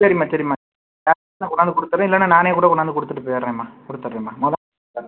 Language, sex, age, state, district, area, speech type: Tamil, male, 60+, Tamil Nadu, Pudukkottai, rural, conversation